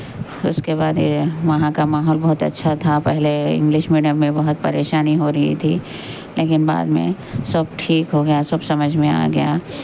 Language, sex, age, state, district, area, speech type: Urdu, female, 18-30, Telangana, Hyderabad, urban, spontaneous